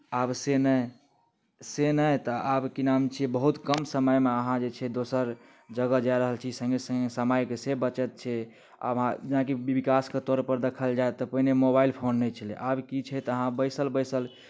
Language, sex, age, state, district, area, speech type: Maithili, male, 18-30, Bihar, Darbhanga, rural, spontaneous